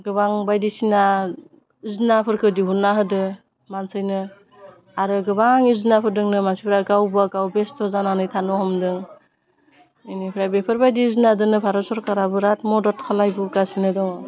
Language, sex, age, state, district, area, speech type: Bodo, female, 45-60, Assam, Udalguri, urban, spontaneous